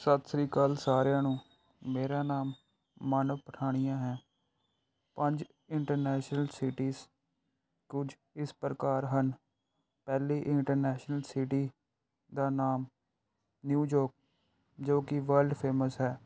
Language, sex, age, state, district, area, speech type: Punjabi, male, 18-30, Punjab, Pathankot, urban, spontaneous